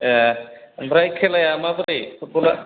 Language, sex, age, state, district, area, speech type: Bodo, male, 45-60, Assam, Kokrajhar, rural, conversation